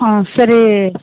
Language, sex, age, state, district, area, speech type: Kannada, female, 30-45, Karnataka, Chamarajanagar, rural, conversation